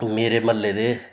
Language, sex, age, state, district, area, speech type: Dogri, male, 30-45, Jammu and Kashmir, Reasi, rural, spontaneous